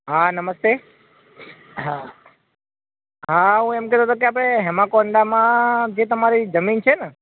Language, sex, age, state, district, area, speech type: Gujarati, male, 30-45, Gujarat, Ahmedabad, urban, conversation